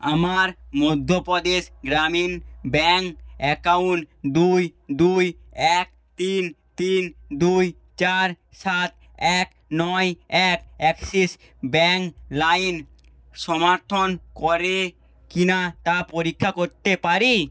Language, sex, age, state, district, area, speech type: Bengali, male, 45-60, West Bengal, Nadia, rural, read